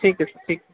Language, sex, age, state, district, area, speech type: Urdu, male, 30-45, Uttar Pradesh, Gautam Buddha Nagar, urban, conversation